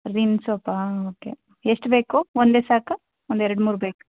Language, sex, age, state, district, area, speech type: Kannada, female, 18-30, Karnataka, Chikkaballapur, rural, conversation